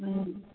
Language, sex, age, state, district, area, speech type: Urdu, female, 45-60, Bihar, Khagaria, rural, conversation